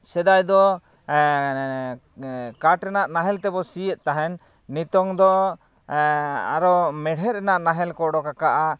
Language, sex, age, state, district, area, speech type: Santali, male, 30-45, Jharkhand, East Singhbhum, rural, spontaneous